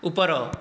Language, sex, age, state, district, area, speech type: Odia, male, 45-60, Odisha, Kandhamal, rural, read